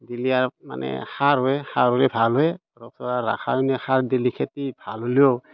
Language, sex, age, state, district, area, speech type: Assamese, male, 45-60, Assam, Barpeta, rural, spontaneous